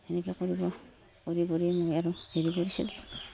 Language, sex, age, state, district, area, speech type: Assamese, female, 45-60, Assam, Udalguri, rural, spontaneous